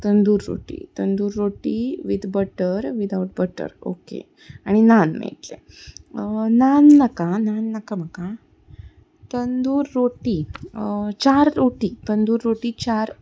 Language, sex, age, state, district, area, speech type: Goan Konkani, female, 30-45, Goa, Ponda, rural, spontaneous